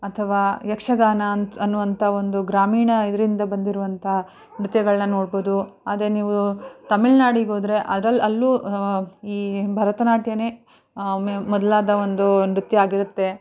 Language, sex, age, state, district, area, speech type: Kannada, female, 30-45, Karnataka, Mandya, rural, spontaneous